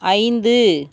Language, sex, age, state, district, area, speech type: Tamil, female, 60+, Tamil Nadu, Mayiladuthurai, rural, read